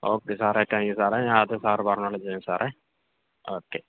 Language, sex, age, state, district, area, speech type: Malayalam, male, 18-30, Kerala, Kollam, rural, conversation